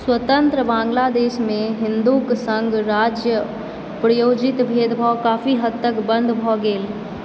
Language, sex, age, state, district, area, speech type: Maithili, female, 18-30, Bihar, Supaul, urban, read